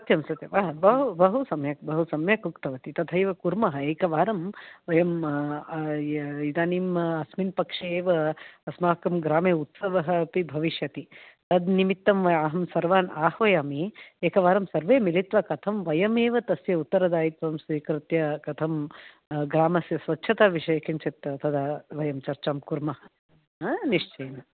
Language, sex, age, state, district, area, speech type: Sanskrit, female, 45-60, Karnataka, Bangalore Urban, urban, conversation